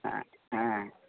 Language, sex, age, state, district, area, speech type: Bengali, male, 30-45, West Bengal, Purba Bardhaman, urban, conversation